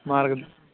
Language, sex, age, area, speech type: Sanskrit, male, 18-30, rural, conversation